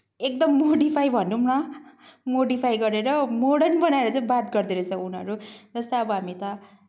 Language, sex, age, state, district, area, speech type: Nepali, female, 18-30, West Bengal, Kalimpong, rural, spontaneous